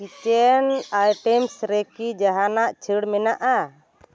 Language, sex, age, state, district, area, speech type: Santali, female, 30-45, West Bengal, Bankura, rural, read